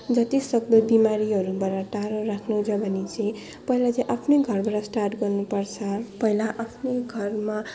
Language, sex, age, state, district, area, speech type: Nepali, female, 18-30, West Bengal, Alipurduar, urban, spontaneous